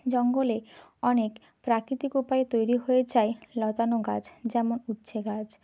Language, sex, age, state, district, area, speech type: Bengali, female, 30-45, West Bengal, Purba Medinipur, rural, spontaneous